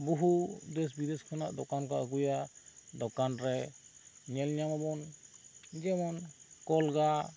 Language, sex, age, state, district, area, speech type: Santali, male, 30-45, West Bengal, Bankura, rural, spontaneous